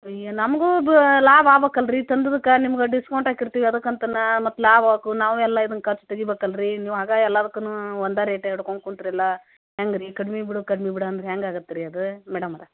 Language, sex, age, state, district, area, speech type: Kannada, female, 45-60, Karnataka, Gadag, rural, conversation